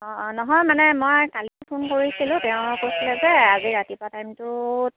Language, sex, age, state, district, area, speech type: Assamese, female, 30-45, Assam, Sivasagar, rural, conversation